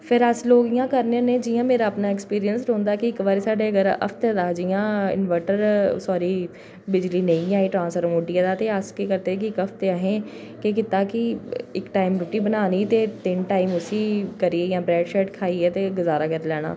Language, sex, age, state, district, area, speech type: Dogri, female, 30-45, Jammu and Kashmir, Jammu, urban, spontaneous